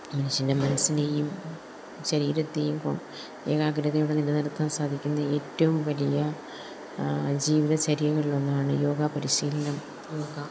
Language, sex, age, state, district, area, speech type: Malayalam, female, 30-45, Kerala, Kollam, rural, spontaneous